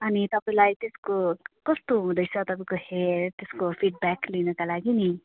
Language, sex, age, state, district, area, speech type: Nepali, female, 30-45, West Bengal, Jalpaiguri, urban, conversation